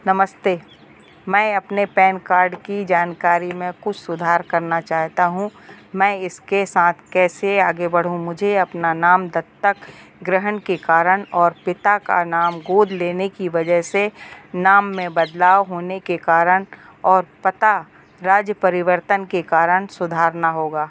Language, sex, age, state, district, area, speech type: Hindi, female, 45-60, Madhya Pradesh, Narsinghpur, rural, read